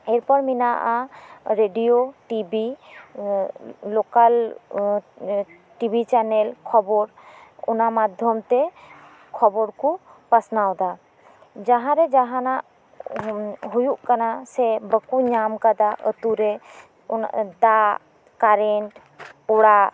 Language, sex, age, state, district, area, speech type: Santali, female, 30-45, West Bengal, Birbhum, rural, spontaneous